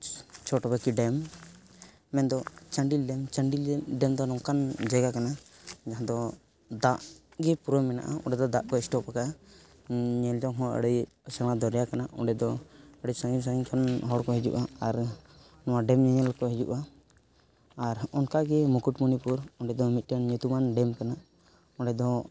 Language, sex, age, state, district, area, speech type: Santali, male, 18-30, Jharkhand, East Singhbhum, rural, spontaneous